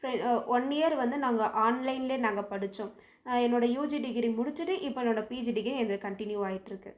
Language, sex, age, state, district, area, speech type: Tamil, female, 18-30, Tamil Nadu, Krishnagiri, rural, spontaneous